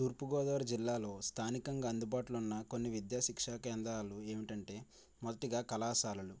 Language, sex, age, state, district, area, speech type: Telugu, male, 30-45, Andhra Pradesh, East Godavari, rural, spontaneous